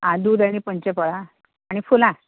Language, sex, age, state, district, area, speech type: Goan Konkani, female, 45-60, Goa, Ponda, rural, conversation